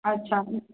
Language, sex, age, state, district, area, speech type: Sindhi, female, 30-45, Maharashtra, Mumbai Suburban, urban, conversation